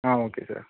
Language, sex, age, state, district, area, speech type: Tamil, male, 18-30, Tamil Nadu, Thanjavur, rural, conversation